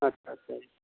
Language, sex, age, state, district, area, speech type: Santali, male, 45-60, West Bengal, Uttar Dinajpur, rural, conversation